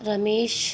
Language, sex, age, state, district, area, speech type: Sindhi, female, 30-45, Uttar Pradesh, Lucknow, urban, spontaneous